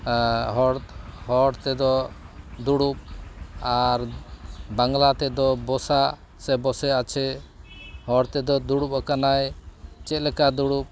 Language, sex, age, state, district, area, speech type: Santali, male, 60+, West Bengal, Malda, rural, spontaneous